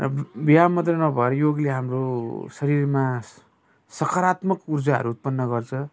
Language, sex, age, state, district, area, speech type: Nepali, male, 45-60, West Bengal, Jalpaiguri, urban, spontaneous